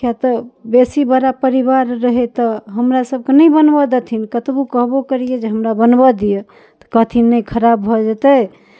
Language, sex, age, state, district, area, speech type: Maithili, female, 30-45, Bihar, Darbhanga, urban, spontaneous